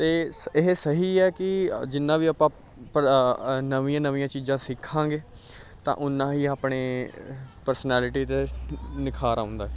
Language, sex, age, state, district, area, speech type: Punjabi, male, 18-30, Punjab, Bathinda, urban, spontaneous